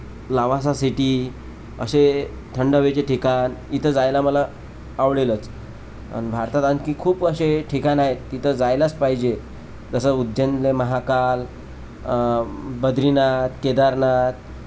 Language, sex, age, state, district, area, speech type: Marathi, male, 30-45, Maharashtra, Amravati, rural, spontaneous